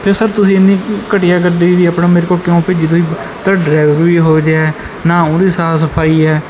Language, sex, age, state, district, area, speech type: Punjabi, male, 30-45, Punjab, Bathinda, rural, spontaneous